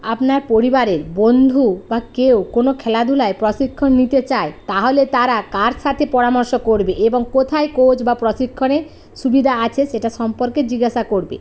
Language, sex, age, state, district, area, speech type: Bengali, female, 45-60, West Bengal, Hooghly, rural, spontaneous